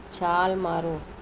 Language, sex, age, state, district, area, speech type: Punjabi, female, 45-60, Punjab, Mohali, urban, read